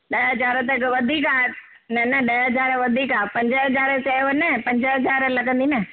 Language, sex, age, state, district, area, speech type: Sindhi, female, 60+, Gujarat, Surat, urban, conversation